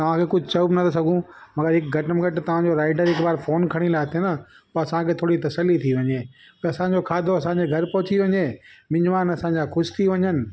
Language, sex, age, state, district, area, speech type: Sindhi, male, 30-45, Delhi, South Delhi, urban, spontaneous